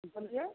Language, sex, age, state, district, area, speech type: Hindi, female, 45-60, Bihar, Samastipur, rural, conversation